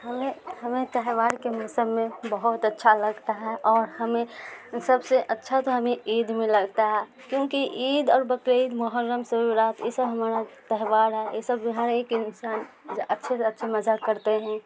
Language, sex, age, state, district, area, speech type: Urdu, female, 30-45, Bihar, Supaul, rural, spontaneous